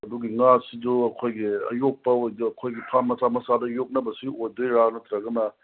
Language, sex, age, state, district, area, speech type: Manipuri, male, 30-45, Manipur, Kangpokpi, urban, conversation